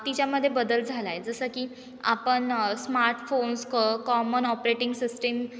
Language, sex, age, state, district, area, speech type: Marathi, female, 18-30, Maharashtra, Ahmednagar, urban, spontaneous